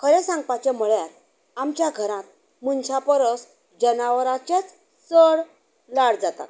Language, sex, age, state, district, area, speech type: Goan Konkani, female, 60+, Goa, Canacona, rural, spontaneous